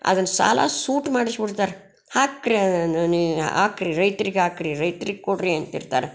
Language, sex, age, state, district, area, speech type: Kannada, female, 60+, Karnataka, Gadag, rural, spontaneous